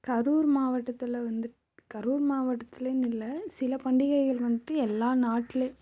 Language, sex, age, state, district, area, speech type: Tamil, female, 18-30, Tamil Nadu, Karur, rural, spontaneous